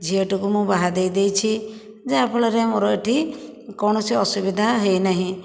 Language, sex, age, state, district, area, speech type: Odia, female, 60+, Odisha, Jajpur, rural, spontaneous